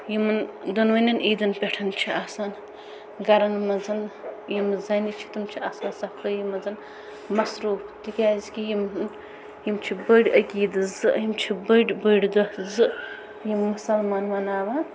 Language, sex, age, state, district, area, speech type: Kashmiri, female, 18-30, Jammu and Kashmir, Bandipora, rural, spontaneous